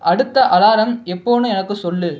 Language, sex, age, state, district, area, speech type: Tamil, male, 30-45, Tamil Nadu, Cuddalore, urban, read